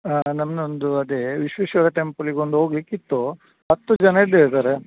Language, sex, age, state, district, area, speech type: Kannada, male, 45-60, Karnataka, Udupi, rural, conversation